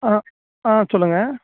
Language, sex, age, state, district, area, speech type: Tamil, male, 30-45, Tamil Nadu, Salem, urban, conversation